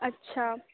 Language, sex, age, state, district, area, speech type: Maithili, other, 18-30, Bihar, Saharsa, rural, conversation